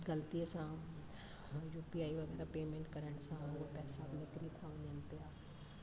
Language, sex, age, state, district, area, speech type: Sindhi, female, 60+, Delhi, South Delhi, urban, spontaneous